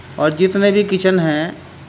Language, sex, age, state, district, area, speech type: Urdu, male, 60+, Uttar Pradesh, Muzaffarnagar, urban, spontaneous